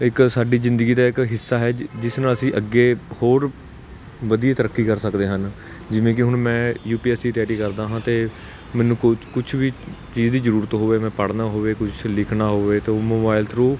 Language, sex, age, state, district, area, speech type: Punjabi, male, 18-30, Punjab, Kapurthala, urban, spontaneous